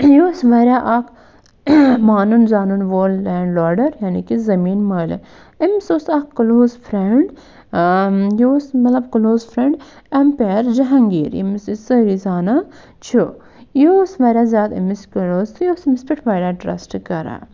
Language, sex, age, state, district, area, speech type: Kashmiri, female, 45-60, Jammu and Kashmir, Budgam, rural, spontaneous